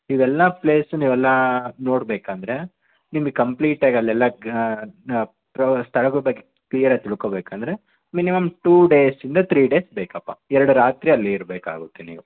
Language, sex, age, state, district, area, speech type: Kannada, male, 30-45, Karnataka, Chitradurga, rural, conversation